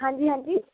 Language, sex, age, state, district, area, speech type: Punjabi, female, 30-45, Punjab, Barnala, rural, conversation